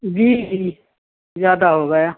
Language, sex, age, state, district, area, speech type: Urdu, female, 60+, Uttar Pradesh, Rampur, urban, conversation